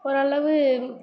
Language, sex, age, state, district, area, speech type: Tamil, female, 18-30, Tamil Nadu, Sivaganga, rural, spontaneous